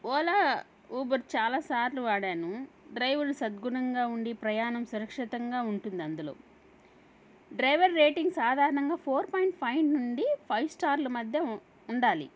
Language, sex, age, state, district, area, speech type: Telugu, female, 30-45, Andhra Pradesh, Kadapa, rural, spontaneous